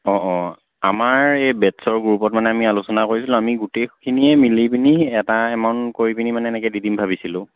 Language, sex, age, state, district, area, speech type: Assamese, male, 18-30, Assam, Lakhimpur, rural, conversation